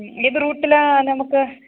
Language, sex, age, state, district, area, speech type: Malayalam, female, 30-45, Kerala, Idukki, rural, conversation